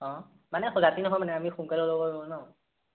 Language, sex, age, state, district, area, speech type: Assamese, male, 18-30, Assam, Sonitpur, rural, conversation